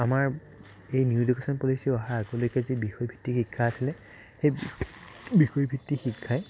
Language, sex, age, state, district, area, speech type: Assamese, male, 30-45, Assam, Morigaon, rural, spontaneous